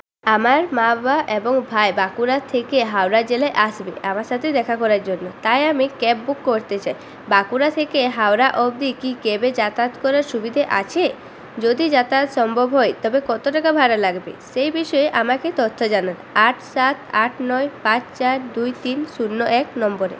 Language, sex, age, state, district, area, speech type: Bengali, female, 18-30, West Bengal, Purulia, urban, spontaneous